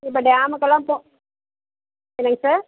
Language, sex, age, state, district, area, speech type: Tamil, female, 30-45, Tamil Nadu, Dharmapuri, rural, conversation